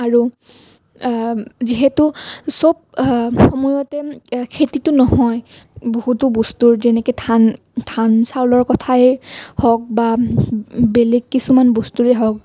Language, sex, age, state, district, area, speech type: Assamese, female, 18-30, Assam, Nalbari, rural, spontaneous